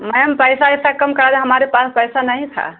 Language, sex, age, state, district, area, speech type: Hindi, female, 60+, Uttar Pradesh, Ayodhya, rural, conversation